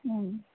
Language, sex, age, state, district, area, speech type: Kannada, female, 30-45, Karnataka, Bagalkot, rural, conversation